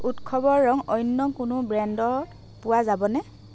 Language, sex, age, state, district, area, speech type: Assamese, female, 45-60, Assam, Dhemaji, rural, read